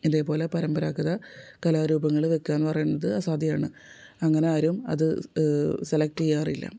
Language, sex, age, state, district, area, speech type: Malayalam, female, 30-45, Kerala, Thrissur, urban, spontaneous